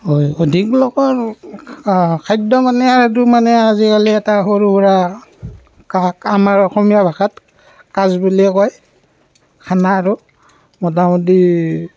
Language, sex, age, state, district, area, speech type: Assamese, male, 30-45, Assam, Barpeta, rural, spontaneous